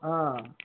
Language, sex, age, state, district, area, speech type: Telugu, male, 60+, Andhra Pradesh, Guntur, urban, conversation